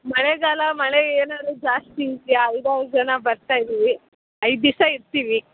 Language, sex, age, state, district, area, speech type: Kannada, female, 30-45, Karnataka, Chitradurga, rural, conversation